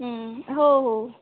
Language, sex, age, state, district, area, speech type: Marathi, female, 30-45, Maharashtra, Nagpur, rural, conversation